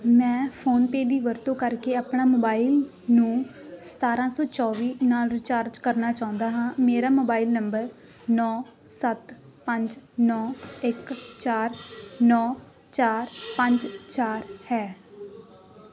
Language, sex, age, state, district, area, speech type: Punjabi, female, 18-30, Punjab, Muktsar, rural, read